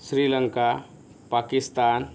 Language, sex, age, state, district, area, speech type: Marathi, male, 18-30, Maharashtra, Yavatmal, rural, spontaneous